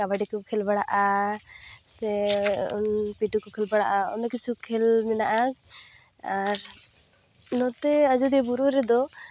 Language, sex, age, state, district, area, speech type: Santali, female, 18-30, West Bengal, Purulia, rural, spontaneous